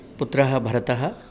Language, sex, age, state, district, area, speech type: Sanskrit, male, 60+, Telangana, Peddapalli, urban, spontaneous